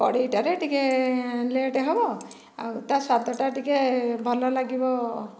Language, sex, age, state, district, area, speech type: Odia, female, 45-60, Odisha, Dhenkanal, rural, spontaneous